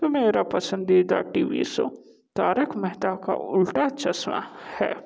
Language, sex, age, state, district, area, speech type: Hindi, male, 45-60, Uttar Pradesh, Sonbhadra, rural, spontaneous